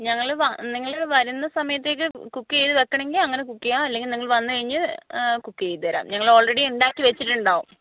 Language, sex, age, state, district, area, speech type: Malayalam, female, 45-60, Kerala, Kozhikode, urban, conversation